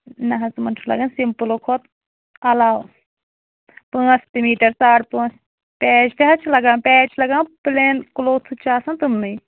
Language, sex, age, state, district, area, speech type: Kashmiri, female, 30-45, Jammu and Kashmir, Anantnag, rural, conversation